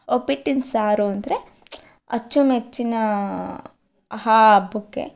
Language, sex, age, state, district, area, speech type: Kannada, female, 30-45, Karnataka, Mandya, rural, spontaneous